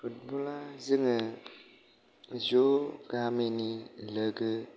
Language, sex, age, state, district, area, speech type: Bodo, male, 30-45, Assam, Kokrajhar, rural, spontaneous